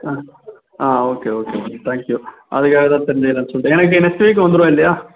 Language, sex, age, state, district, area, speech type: Tamil, male, 18-30, Tamil Nadu, Ranipet, urban, conversation